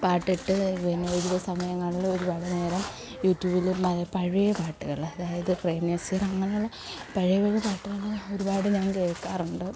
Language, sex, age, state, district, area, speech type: Malayalam, female, 18-30, Kerala, Kollam, urban, spontaneous